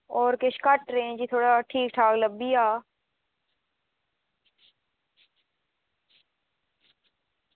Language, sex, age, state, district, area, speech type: Dogri, female, 30-45, Jammu and Kashmir, Reasi, urban, conversation